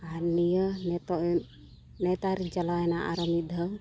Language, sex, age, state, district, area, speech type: Santali, female, 30-45, Jharkhand, East Singhbhum, rural, spontaneous